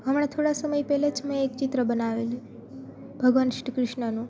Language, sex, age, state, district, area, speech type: Gujarati, female, 18-30, Gujarat, Junagadh, rural, spontaneous